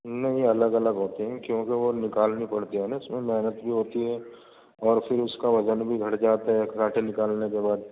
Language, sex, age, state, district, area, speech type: Urdu, male, 30-45, Delhi, Central Delhi, urban, conversation